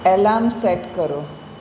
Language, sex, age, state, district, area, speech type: Gujarati, female, 45-60, Gujarat, Surat, urban, read